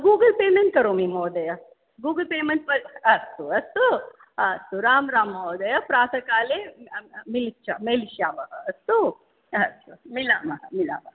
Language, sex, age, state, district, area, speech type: Sanskrit, female, 45-60, Maharashtra, Mumbai City, urban, conversation